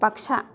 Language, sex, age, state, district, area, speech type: Bodo, female, 18-30, Assam, Kokrajhar, urban, spontaneous